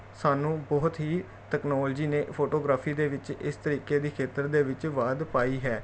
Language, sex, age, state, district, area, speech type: Punjabi, male, 30-45, Punjab, Jalandhar, urban, spontaneous